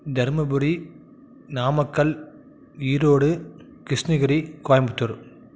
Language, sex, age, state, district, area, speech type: Tamil, male, 30-45, Tamil Nadu, Salem, urban, spontaneous